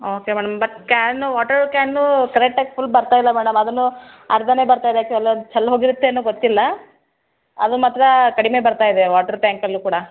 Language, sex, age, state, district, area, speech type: Kannada, female, 30-45, Karnataka, Gulbarga, urban, conversation